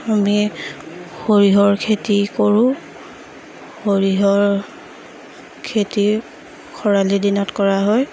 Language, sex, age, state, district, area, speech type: Assamese, female, 30-45, Assam, Darrang, rural, spontaneous